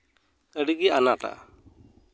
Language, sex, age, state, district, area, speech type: Santali, male, 30-45, West Bengal, Uttar Dinajpur, rural, spontaneous